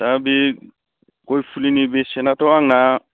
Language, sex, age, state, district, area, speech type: Bodo, male, 45-60, Assam, Chirang, rural, conversation